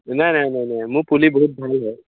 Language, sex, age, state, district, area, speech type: Assamese, male, 18-30, Assam, Sivasagar, rural, conversation